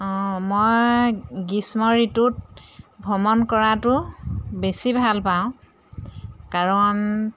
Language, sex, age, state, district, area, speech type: Assamese, female, 45-60, Assam, Jorhat, urban, spontaneous